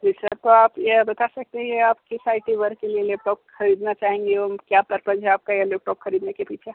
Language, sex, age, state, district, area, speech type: Hindi, male, 18-30, Uttar Pradesh, Sonbhadra, rural, conversation